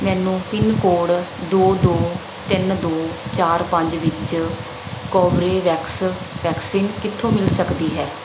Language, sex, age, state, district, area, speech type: Punjabi, female, 30-45, Punjab, Bathinda, urban, read